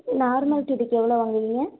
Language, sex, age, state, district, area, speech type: Tamil, female, 30-45, Tamil Nadu, Tiruvarur, rural, conversation